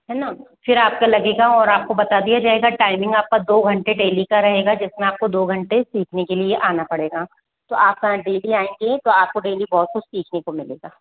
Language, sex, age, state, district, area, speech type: Hindi, female, 18-30, Rajasthan, Jaipur, urban, conversation